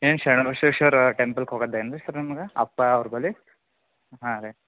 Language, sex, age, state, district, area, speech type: Kannada, male, 18-30, Karnataka, Gulbarga, urban, conversation